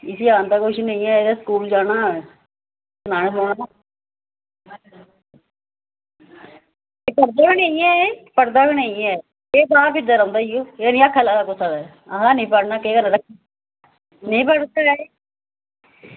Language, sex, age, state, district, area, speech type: Dogri, female, 30-45, Jammu and Kashmir, Samba, rural, conversation